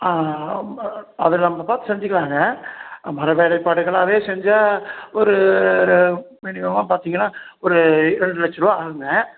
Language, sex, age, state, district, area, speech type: Tamil, male, 60+, Tamil Nadu, Salem, urban, conversation